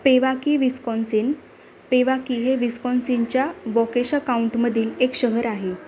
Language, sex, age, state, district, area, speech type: Marathi, female, 18-30, Maharashtra, Osmanabad, rural, read